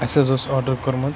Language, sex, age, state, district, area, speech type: Kashmiri, male, 18-30, Jammu and Kashmir, Baramulla, rural, spontaneous